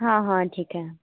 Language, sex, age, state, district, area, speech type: Hindi, female, 18-30, Madhya Pradesh, Hoshangabad, urban, conversation